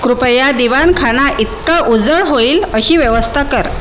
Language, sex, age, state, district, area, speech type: Marathi, female, 45-60, Maharashtra, Nagpur, urban, read